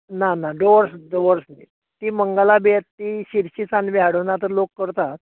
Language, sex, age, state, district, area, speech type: Goan Konkani, male, 45-60, Goa, Canacona, rural, conversation